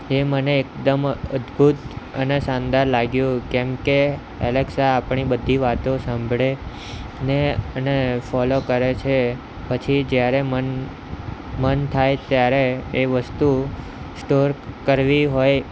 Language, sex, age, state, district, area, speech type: Gujarati, male, 18-30, Gujarat, Kheda, rural, spontaneous